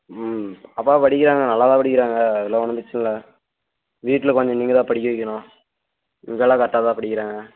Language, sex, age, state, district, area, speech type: Tamil, male, 18-30, Tamil Nadu, Dharmapuri, rural, conversation